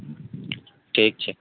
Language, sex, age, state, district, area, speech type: Maithili, male, 18-30, Bihar, Supaul, rural, conversation